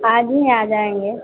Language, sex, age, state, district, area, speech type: Hindi, female, 45-60, Bihar, Vaishali, urban, conversation